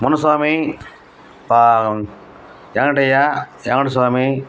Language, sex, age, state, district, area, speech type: Telugu, male, 60+, Andhra Pradesh, Nellore, rural, spontaneous